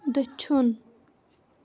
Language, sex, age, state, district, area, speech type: Kashmiri, female, 18-30, Jammu and Kashmir, Bandipora, rural, read